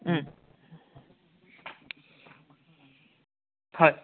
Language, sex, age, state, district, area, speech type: Assamese, male, 18-30, Assam, Biswanath, rural, conversation